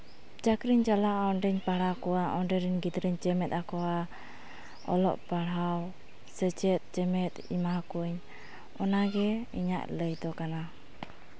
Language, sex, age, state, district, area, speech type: Santali, female, 18-30, Jharkhand, East Singhbhum, rural, spontaneous